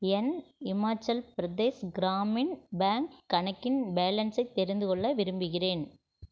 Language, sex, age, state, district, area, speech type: Tamil, female, 45-60, Tamil Nadu, Erode, rural, read